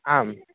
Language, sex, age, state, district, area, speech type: Sanskrit, male, 18-30, Karnataka, Shimoga, rural, conversation